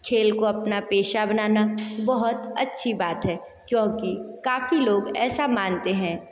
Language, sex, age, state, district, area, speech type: Hindi, female, 30-45, Uttar Pradesh, Sonbhadra, rural, spontaneous